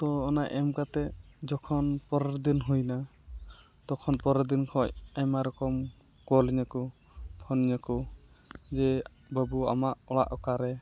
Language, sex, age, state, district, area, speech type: Santali, male, 18-30, West Bengal, Uttar Dinajpur, rural, spontaneous